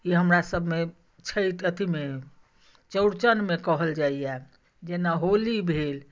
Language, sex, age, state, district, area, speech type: Maithili, female, 60+, Bihar, Madhubani, rural, spontaneous